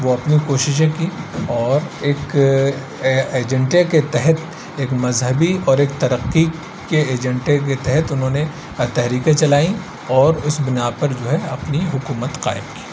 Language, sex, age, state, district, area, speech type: Urdu, male, 30-45, Uttar Pradesh, Aligarh, urban, spontaneous